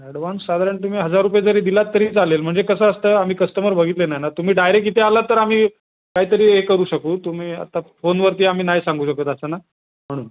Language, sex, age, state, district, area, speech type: Marathi, male, 30-45, Maharashtra, Raigad, rural, conversation